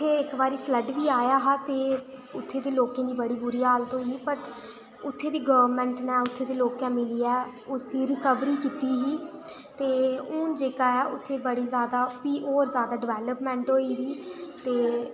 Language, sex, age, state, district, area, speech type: Dogri, female, 18-30, Jammu and Kashmir, Udhampur, rural, spontaneous